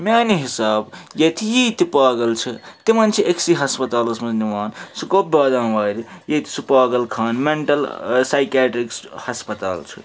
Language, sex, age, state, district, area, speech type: Kashmiri, male, 30-45, Jammu and Kashmir, Srinagar, urban, spontaneous